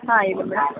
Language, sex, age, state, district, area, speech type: Kannada, female, 18-30, Karnataka, Hassan, urban, conversation